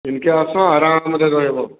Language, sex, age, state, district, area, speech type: Odia, male, 60+, Odisha, Boudh, rural, conversation